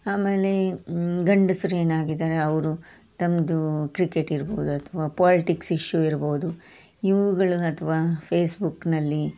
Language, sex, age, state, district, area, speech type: Kannada, female, 45-60, Karnataka, Koppal, urban, spontaneous